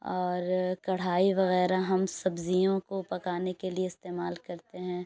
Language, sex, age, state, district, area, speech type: Urdu, female, 18-30, Uttar Pradesh, Lucknow, urban, spontaneous